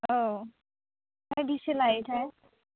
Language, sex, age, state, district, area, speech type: Bodo, female, 18-30, Assam, Chirang, rural, conversation